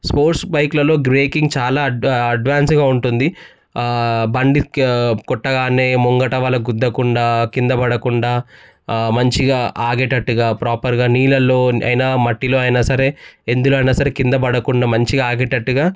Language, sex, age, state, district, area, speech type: Telugu, male, 18-30, Telangana, Medchal, urban, spontaneous